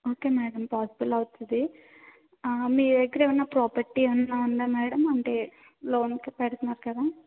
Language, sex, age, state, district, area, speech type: Telugu, female, 18-30, Andhra Pradesh, Kakinada, urban, conversation